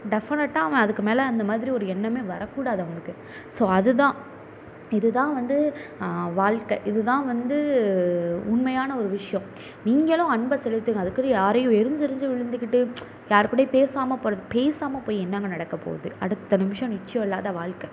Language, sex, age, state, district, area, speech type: Tamil, female, 30-45, Tamil Nadu, Mayiladuthurai, urban, spontaneous